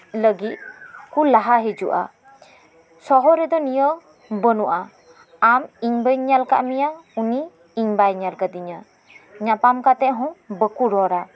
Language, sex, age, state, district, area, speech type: Santali, female, 30-45, West Bengal, Birbhum, rural, spontaneous